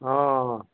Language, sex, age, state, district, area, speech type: Assamese, male, 60+, Assam, Majuli, urban, conversation